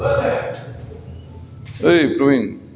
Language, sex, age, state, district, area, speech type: Assamese, male, 45-60, Assam, Goalpara, urban, spontaneous